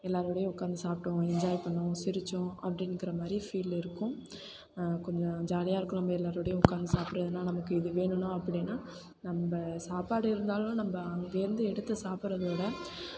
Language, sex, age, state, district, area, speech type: Tamil, female, 18-30, Tamil Nadu, Thanjavur, urban, spontaneous